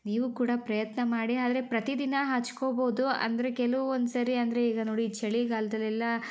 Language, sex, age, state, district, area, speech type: Kannada, female, 18-30, Karnataka, Shimoga, rural, spontaneous